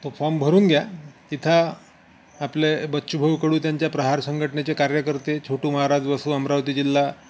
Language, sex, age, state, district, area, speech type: Marathi, male, 45-60, Maharashtra, Wardha, urban, spontaneous